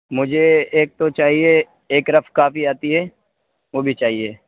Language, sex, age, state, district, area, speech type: Urdu, male, 18-30, Uttar Pradesh, Saharanpur, urban, conversation